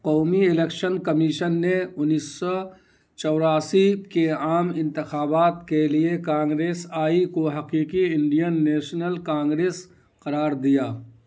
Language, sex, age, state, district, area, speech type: Urdu, male, 45-60, Bihar, Khagaria, rural, read